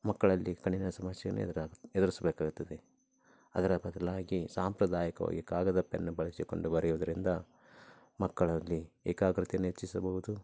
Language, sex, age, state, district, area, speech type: Kannada, male, 30-45, Karnataka, Koppal, rural, spontaneous